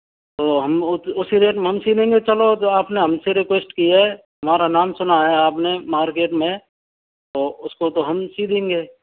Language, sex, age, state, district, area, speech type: Hindi, male, 45-60, Rajasthan, Karauli, rural, conversation